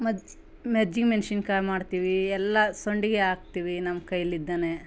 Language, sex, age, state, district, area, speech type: Kannada, female, 30-45, Karnataka, Vijayanagara, rural, spontaneous